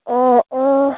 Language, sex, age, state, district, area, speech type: Assamese, female, 18-30, Assam, Dhemaji, rural, conversation